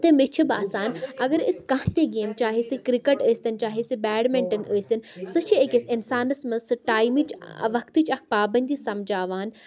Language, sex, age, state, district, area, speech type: Kashmiri, female, 18-30, Jammu and Kashmir, Baramulla, rural, spontaneous